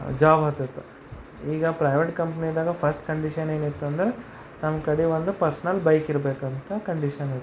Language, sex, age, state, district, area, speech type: Kannada, male, 30-45, Karnataka, Bidar, urban, spontaneous